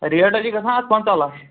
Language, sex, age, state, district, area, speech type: Kashmiri, male, 18-30, Jammu and Kashmir, Ganderbal, rural, conversation